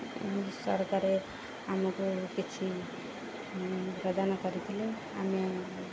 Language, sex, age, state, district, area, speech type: Odia, female, 30-45, Odisha, Jagatsinghpur, rural, spontaneous